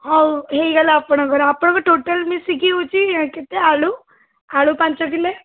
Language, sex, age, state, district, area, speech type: Odia, female, 30-45, Odisha, Puri, urban, conversation